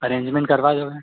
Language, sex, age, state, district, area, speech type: Hindi, male, 18-30, Madhya Pradesh, Harda, urban, conversation